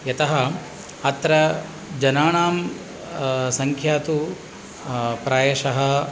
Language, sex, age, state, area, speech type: Sanskrit, male, 45-60, Tamil Nadu, rural, spontaneous